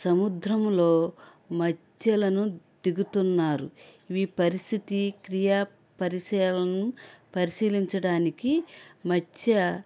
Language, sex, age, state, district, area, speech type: Telugu, female, 45-60, Andhra Pradesh, N T Rama Rao, urban, spontaneous